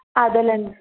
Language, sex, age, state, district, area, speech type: Telugu, female, 30-45, Andhra Pradesh, East Godavari, rural, conversation